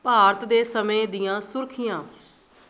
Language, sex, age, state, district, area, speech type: Punjabi, female, 30-45, Punjab, Shaheed Bhagat Singh Nagar, urban, read